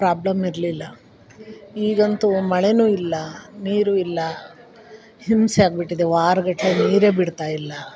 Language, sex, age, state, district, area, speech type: Kannada, female, 45-60, Karnataka, Chikkamagaluru, rural, spontaneous